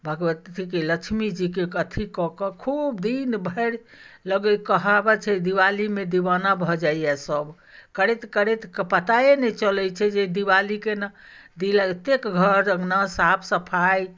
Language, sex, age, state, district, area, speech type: Maithili, female, 60+, Bihar, Madhubani, rural, spontaneous